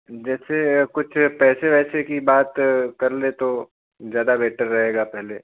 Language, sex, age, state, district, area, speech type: Hindi, male, 30-45, Uttar Pradesh, Chandauli, rural, conversation